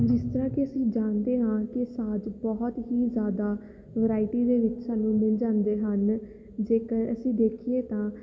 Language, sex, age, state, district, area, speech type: Punjabi, female, 18-30, Punjab, Fatehgarh Sahib, urban, spontaneous